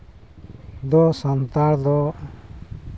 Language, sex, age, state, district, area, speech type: Santali, male, 60+, Jharkhand, East Singhbhum, rural, spontaneous